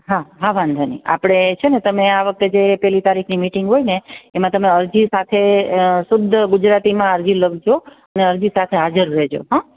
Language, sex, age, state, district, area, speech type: Gujarati, female, 45-60, Gujarat, Amreli, urban, conversation